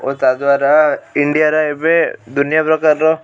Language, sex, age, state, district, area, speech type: Odia, male, 18-30, Odisha, Cuttack, urban, spontaneous